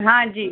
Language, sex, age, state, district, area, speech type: Hindi, female, 30-45, Uttar Pradesh, Ghazipur, urban, conversation